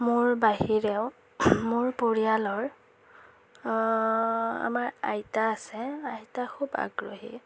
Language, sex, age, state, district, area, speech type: Assamese, female, 45-60, Assam, Morigaon, urban, spontaneous